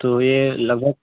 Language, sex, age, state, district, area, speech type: Hindi, male, 18-30, Uttar Pradesh, Chandauli, urban, conversation